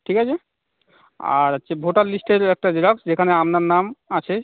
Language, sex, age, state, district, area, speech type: Bengali, male, 30-45, West Bengal, Birbhum, urban, conversation